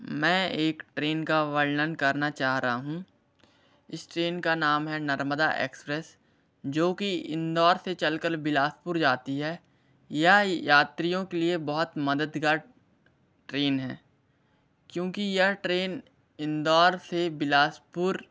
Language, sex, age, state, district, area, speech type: Hindi, male, 18-30, Madhya Pradesh, Bhopal, urban, spontaneous